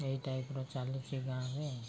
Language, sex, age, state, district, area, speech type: Odia, male, 30-45, Odisha, Koraput, urban, spontaneous